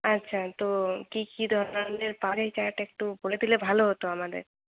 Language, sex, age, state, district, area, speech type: Bengali, female, 18-30, West Bengal, Purulia, rural, conversation